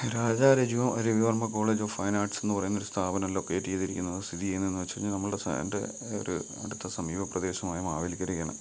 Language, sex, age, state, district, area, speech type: Malayalam, male, 30-45, Kerala, Kottayam, rural, spontaneous